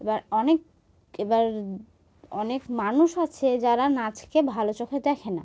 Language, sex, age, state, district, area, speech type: Bengali, female, 18-30, West Bengal, Murshidabad, urban, spontaneous